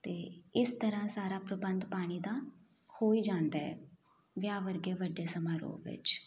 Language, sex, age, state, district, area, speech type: Punjabi, female, 30-45, Punjab, Jalandhar, urban, spontaneous